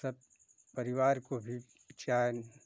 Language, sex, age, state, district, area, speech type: Hindi, male, 60+, Uttar Pradesh, Ghazipur, rural, spontaneous